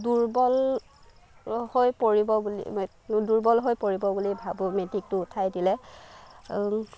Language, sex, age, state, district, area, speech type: Assamese, female, 18-30, Assam, Nagaon, rural, spontaneous